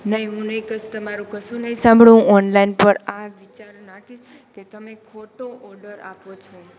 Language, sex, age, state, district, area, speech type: Gujarati, female, 18-30, Gujarat, Rajkot, rural, spontaneous